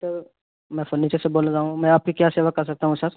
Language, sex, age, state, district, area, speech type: Urdu, male, 18-30, Uttar Pradesh, Saharanpur, urban, conversation